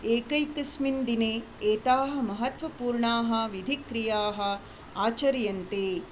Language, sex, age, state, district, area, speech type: Sanskrit, female, 45-60, Karnataka, Shimoga, urban, read